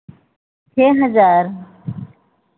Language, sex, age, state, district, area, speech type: Hindi, female, 60+, Uttar Pradesh, Ayodhya, rural, conversation